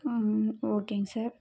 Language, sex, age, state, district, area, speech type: Tamil, female, 18-30, Tamil Nadu, Dharmapuri, rural, spontaneous